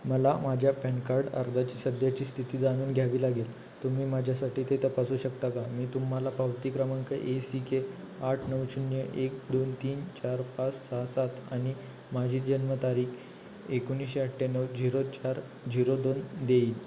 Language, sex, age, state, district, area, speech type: Marathi, male, 18-30, Maharashtra, Sangli, urban, read